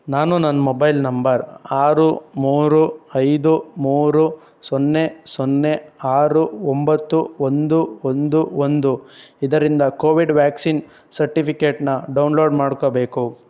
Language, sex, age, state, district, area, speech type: Kannada, male, 18-30, Karnataka, Chikkaballapur, urban, read